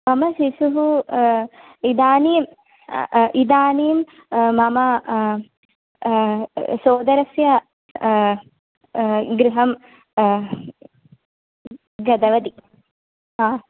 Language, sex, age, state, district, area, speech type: Sanskrit, female, 18-30, Kerala, Kannur, rural, conversation